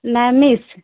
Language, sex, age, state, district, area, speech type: Hindi, female, 30-45, Uttar Pradesh, Hardoi, rural, conversation